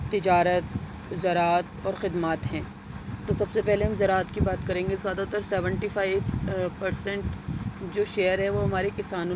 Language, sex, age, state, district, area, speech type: Urdu, female, 30-45, Delhi, Central Delhi, urban, spontaneous